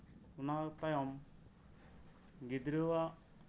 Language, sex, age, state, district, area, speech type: Santali, male, 18-30, West Bengal, Birbhum, rural, spontaneous